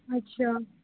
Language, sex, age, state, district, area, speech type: Hindi, female, 18-30, Madhya Pradesh, Harda, urban, conversation